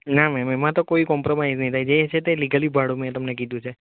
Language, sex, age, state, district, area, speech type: Gujarati, male, 18-30, Gujarat, Valsad, urban, conversation